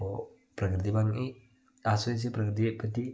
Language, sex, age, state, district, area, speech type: Malayalam, male, 30-45, Kerala, Wayanad, rural, spontaneous